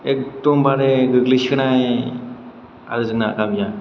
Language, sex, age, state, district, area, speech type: Bodo, male, 18-30, Assam, Chirang, urban, spontaneous